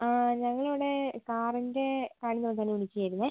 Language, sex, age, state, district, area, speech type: Malayalam, female, 18-30, Kerala, Wayanad, rural, conversation